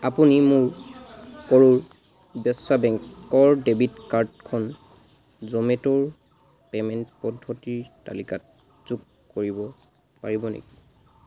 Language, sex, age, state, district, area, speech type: Assamese, male, 45-60, Assam, Charaideo, rural, read